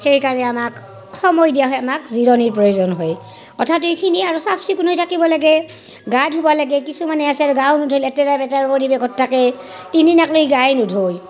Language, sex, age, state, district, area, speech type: Assamese, female, 45-60, Assam, Barpeta, rural, spontaneous